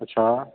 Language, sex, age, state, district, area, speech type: Dogri, female, 30-45, Jammu and Kashmir, Jammu, urban, conversation